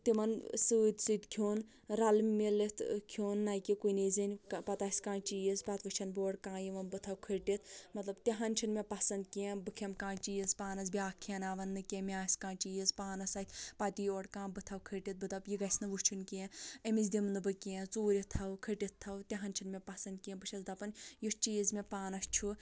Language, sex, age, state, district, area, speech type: Kashmiri, female, 45-60, Jammu and Kashmir, Anantnag, rural, spontaneous